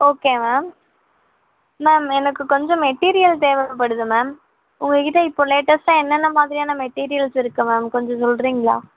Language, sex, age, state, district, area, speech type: Tamil, female, 18-30, Tamil Nadu, Chennai, urban, conversation